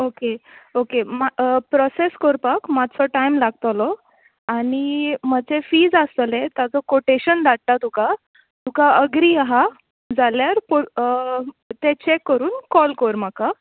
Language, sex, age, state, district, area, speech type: Goan Konkani, female, 18-30, Goa, Quepem, rural, conversation